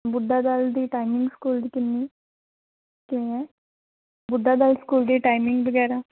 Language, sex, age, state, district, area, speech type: Punjabi, female, 18-30, Punjab, Patiala, rural, conversation